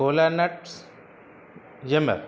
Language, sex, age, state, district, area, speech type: Urdu, male, 30-45, Bihar, Gaya, urban, spontaneous